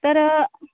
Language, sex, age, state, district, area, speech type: Marathi, female, 18-30, Maharashtra, Ratnagiri, urban, conversation